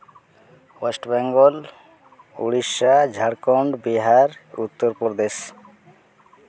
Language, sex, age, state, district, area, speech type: Santali, male, 18-30, West Bengal, Uttar Dinajpur, rural, spontaneous